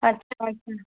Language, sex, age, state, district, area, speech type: Sindhi, female, 30-45, Maharashtra, Mumbai Suburban, urban, conversation